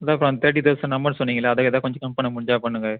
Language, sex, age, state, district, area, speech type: Tamil, male, 18-30, Tamil Nadu, Viluppuram, urban, conversation